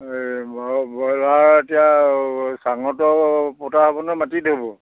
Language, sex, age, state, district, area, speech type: Assamese, male, 60+, Assam, Majuli, urban, conversation